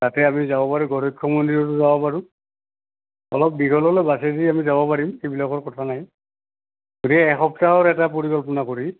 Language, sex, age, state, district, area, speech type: Assamese, male, 60+, Assam, Goalpara, urban, conversation